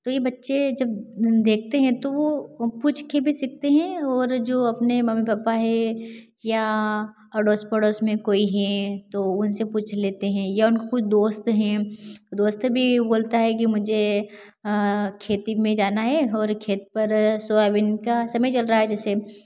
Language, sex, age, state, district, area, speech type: Hindi, female, 18-30, Madhya Pradesh, Ujjain, rural, spontaneous